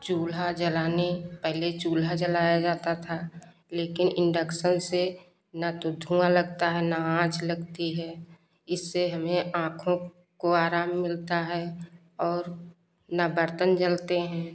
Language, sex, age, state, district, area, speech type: Hindi, female, 45-60, Uttar Pradesh, Lucknow, rural, spontaneous